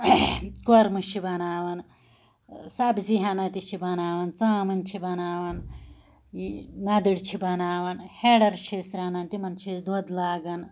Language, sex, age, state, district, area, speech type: Kashmiri, female, 30-45, Jammu and Kashmir, Anantnag, rural, spontaneous